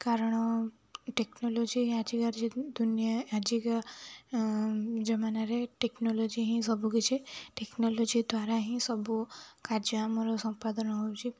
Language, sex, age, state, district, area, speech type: Odia, female, 18-30, Odisha, Jagatsinghpur, urban, spontaneous